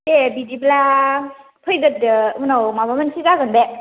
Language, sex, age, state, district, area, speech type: Bodo, female, 18-30, Assam, Kokrajhar, rural, conversation